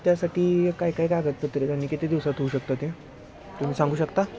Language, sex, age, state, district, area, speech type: Marathi, male, 18-30, Maharashtra, Satara, urban, spontaneous